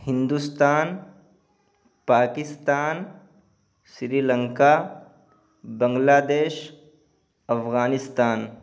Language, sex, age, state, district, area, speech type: Urdu, male, 18-30, Uttar Pradesh, Siddharthnagar, rural, spontaneous